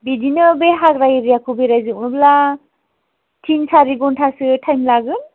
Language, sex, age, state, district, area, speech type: Bodo, female, 18-30, Assam, Chirang, rural, conversation